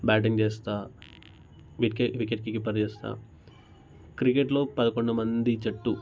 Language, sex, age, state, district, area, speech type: Telugu, male, 18-30, Telangana, Ranga Reddy, urban, spontaneous